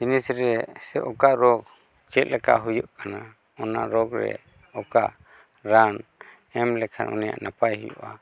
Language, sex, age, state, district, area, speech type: Santali, male, 45-60, Jharkhand, East Singhbhum, rural, spontaneous